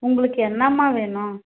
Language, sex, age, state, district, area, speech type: Tamil, female, 30-45, Tamil Nadu, Tirupattur, rural, conversation